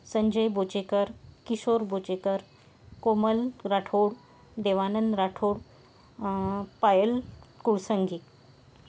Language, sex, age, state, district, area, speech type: Marathi, female, 30-45, Maharashtra, Yavatmal, urban, spontaneous